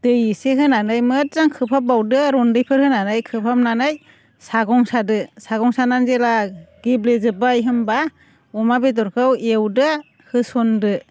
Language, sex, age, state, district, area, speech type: Bodo, female, 45-60, Assam, Chirang, rural, spontaneous